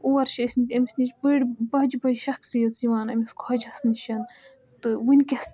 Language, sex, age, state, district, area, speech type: Kashmiri, female, 18-30, Jammu and Kashmir, Budgam, rural, spontaneous